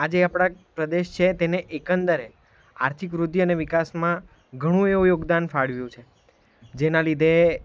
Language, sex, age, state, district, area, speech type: Gujarati, male, 18-30, Gujarat, Valsad, urban, spontaneous